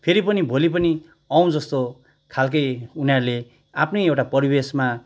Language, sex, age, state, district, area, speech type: Nepali, male, 30-45, West Bengal, Kalimpong, rural, spontaneous